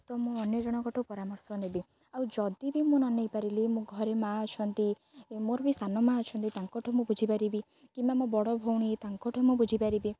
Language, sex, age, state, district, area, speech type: Odia, female, 18-30, Odisha, Jagatsinghpur, rural, spontaneous